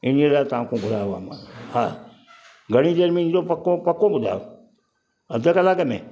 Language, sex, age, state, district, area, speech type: Sindhi, male, 60+, Maharashtra, Mumbai Suburban, urban, spontaneous